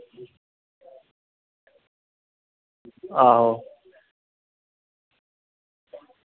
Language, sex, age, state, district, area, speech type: Dogri, male, 18-30, Jammu and Kashmir, Kathua, rural, conversation